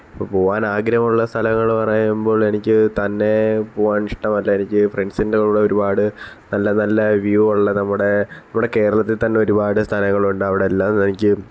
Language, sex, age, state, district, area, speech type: Malayalam, male, 18-30, Kerala, Alappuzha, rural, spontaneous